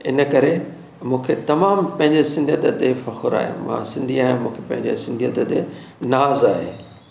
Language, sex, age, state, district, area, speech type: Sindhi, male, 60+, Maharashtra, Thane, urban, spontaneous